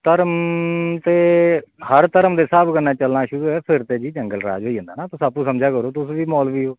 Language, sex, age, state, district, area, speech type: Dogri, male, 45-60, Jammu and Kashmir, Kathua, urban, conversation